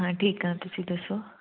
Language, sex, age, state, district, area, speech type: Punjabi, female, 45-60, Punjab, Fazilka, rural, conversation